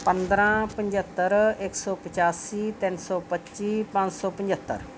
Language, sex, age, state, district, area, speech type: Punjabi, female, 45-60, Punjab, Bathinda, urban, spontaneous